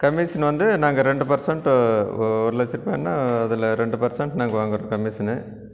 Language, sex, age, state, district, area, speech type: Tamil, male, 45-60, Tamil Nadu, Krishnagiri, rural, spontaneous